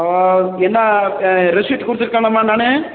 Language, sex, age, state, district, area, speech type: Tamil, male, 45-60, Tamil Nadu, Nilgiris, urban, conversation